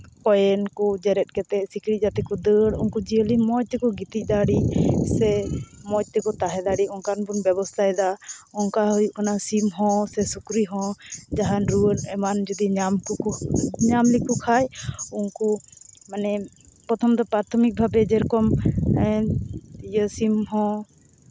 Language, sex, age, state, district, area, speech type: Santali, female, 18-30, West Bengal, Uttar Dinajpur, rural, spontaneous